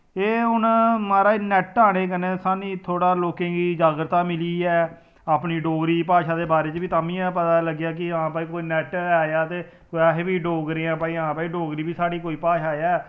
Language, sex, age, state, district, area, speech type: Dogri, male, 30-45, Jammu and Kashmir, Samba, rural, spontaneous